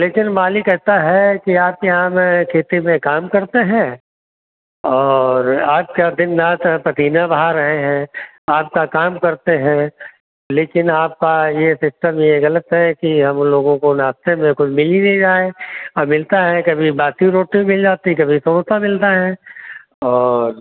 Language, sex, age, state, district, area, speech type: Hindi, male, 60+, Uttar Pradesh, Hardoi, rural, conversation